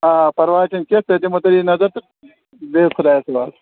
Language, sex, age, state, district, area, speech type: Kashmiri, male, 30-45, Jammu and Kashmir, Srinagar, urban, conversation